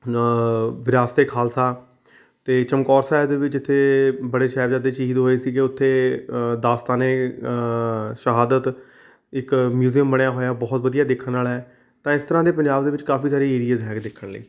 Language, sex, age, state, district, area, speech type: Punjabi, male, 30-45, Punjab, Rupnagar, urban, spontaneous